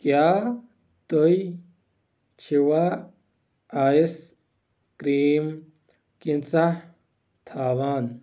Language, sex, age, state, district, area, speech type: Kashmiri, male, 18-30, Jammu and Kashmir, Kulgam, rural, read